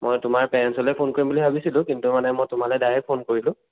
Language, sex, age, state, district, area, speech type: Assamese, male, 18-30, Assam, Nagaon, rural, conversation